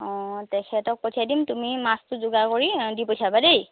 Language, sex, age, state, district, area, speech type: Assamese, female, 18-30, Assam, Lakhimpur, rural, conversation